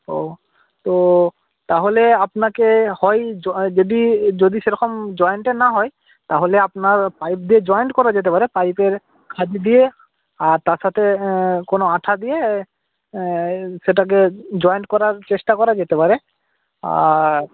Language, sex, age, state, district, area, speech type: Bengali, male, 18-30, West Bengal, Purba Medinipur, rural, conversation